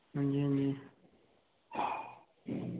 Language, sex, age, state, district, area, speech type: Dogri, male, 18-30, Jammu and Kashmir, Udhampur, rural, conversation